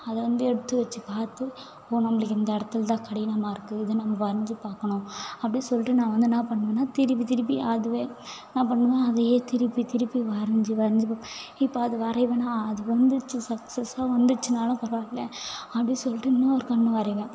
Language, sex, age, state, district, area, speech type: Tamil, female, 18-30, Tamil Nadu, Tiruvannamalai, urban, spontaneous